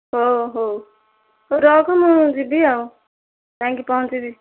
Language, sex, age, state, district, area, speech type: Odia, female, 18-30, Odisha, Dhenkanal, rural, conversation